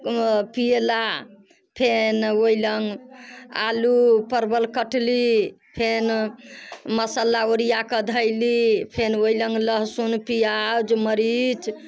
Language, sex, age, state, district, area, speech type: Maithili, female, 60+, Bihar, Muzaffarpur, rural, spontaneous